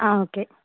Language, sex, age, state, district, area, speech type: Malayalam, female, 18-30, Kerala, Wayanad, rural, conversation